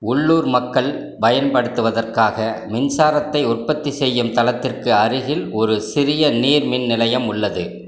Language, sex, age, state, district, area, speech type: Tamil, male, 60+, Tamil Nadu, Ariyalur, rural, read